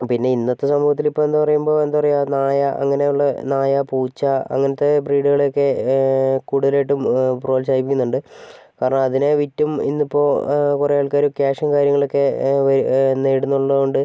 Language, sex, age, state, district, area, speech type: Malayalam, male, 45-60, Kerala, Wayanad, rural, spontaneous